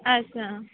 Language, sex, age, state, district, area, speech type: Marathi, female, 30-45, Maharashtra, Nagpur, urban, conversation